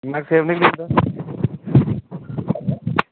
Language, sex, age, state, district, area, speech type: Dogri, male, 30-45, Jammu and Kashmir, Udhampur, rural, conversation